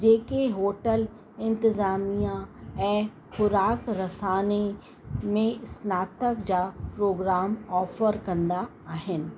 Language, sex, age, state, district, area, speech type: Sindhi, female, 45-60, Uttar Pradesh, Lucknow, urban, read